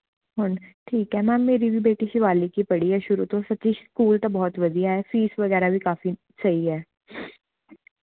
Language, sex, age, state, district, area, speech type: Punjabi, female, 18-30, Punjab, Shaheed Bhagat Singh Nagar, urban, conversation